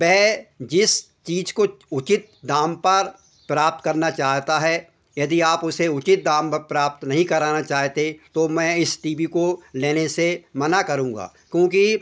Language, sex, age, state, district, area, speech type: Hindi, male, 60+, Madhya Pradesh, Hoshangabad, urban, spontaneous